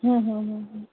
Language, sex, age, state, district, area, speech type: Bengali, female, 18-30, West Bengal, Malda, urban, conversation